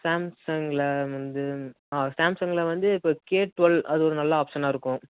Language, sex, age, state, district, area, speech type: Tamil, male, 18-30, Tamil Nadu, Tenkasi, urban, conversation